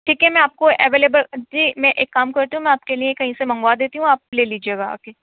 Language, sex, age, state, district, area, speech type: Urdu, female, 18-30, Delhi, Central Delhi, urban, conversation